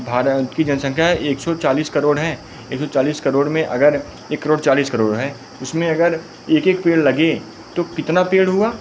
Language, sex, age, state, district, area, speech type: Hindi, male, 18-30, Uttar Pradesh, Pratapgarh, urban, spontaneous